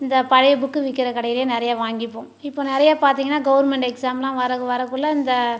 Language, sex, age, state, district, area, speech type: Tamil, female, 60+, Tamil Nadu, Cuddalore, rural, spontaneous